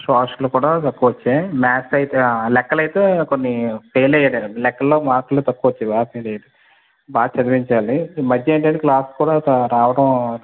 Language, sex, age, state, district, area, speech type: Telugu, male, 30-45, Andhra Pradesh, West Godavari, rural, conversation